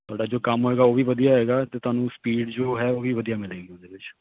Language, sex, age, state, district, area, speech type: Punjabi, male, 30-45, Punjab, Faridkot, urban, conversation